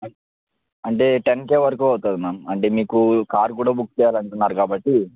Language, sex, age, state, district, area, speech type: Telugu, male, 18-30, Andhra Pradesh, Chittoor, urban, conversation